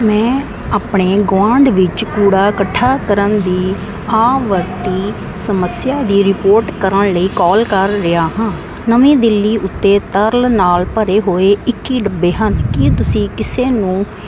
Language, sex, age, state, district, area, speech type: Punjabi, female, 45-60, Punjab, Jalandhar, rural, read